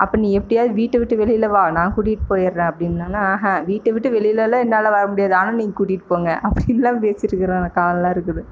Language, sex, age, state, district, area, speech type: Tamil, female, 30-45, Tamil Nadu, Erode, rural, spontaneous